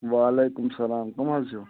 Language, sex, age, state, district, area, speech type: Kashmiri, male, 60+, Jammu and Kashmir, Shopian, rural, conversation